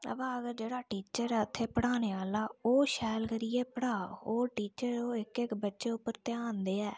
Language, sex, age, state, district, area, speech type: Dogri, female, 45-60, Jammu and Kashmir, Reasi, rural, spontaneous